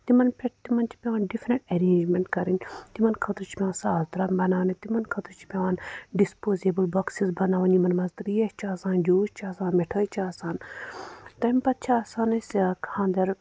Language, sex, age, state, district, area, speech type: Kashmiri, female, 30-45, Jammu and Kashmir, Pulwama, rural, spontaneous